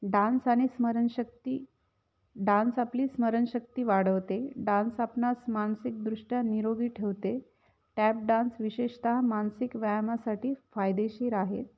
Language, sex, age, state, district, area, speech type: Marathi, female, 30-45, Maharashtra, Nashik, urban, spontaneous